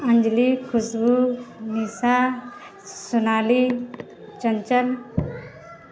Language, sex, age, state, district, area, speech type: Maithili, female, 18-30, Bihar, Sitamarhi, rural, spontaneous